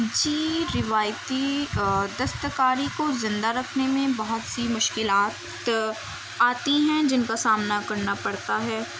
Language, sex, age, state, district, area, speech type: Urdu, female, 18-30, Uttar Pradesh, Muzaffarnagar, rural, spontaneous